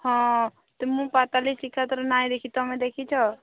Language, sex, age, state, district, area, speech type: Odia, female, 18-30, Odisha, Subarnapur, urban, conversation